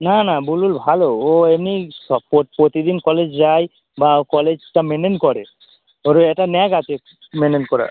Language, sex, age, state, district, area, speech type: Bengali, male, 30-45, West Bengal, North 24 Parganas, urban, conversation